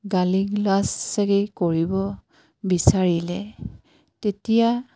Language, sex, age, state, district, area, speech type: Assamese, female, 45-60, Assam, Dibrugarh, rural, spontaneous